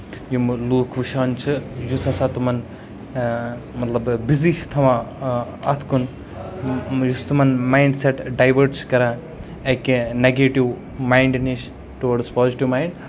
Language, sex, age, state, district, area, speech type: Kashmiri, male, 30-45, Jammu and Kashmir, Baramulla, rural, spontaneous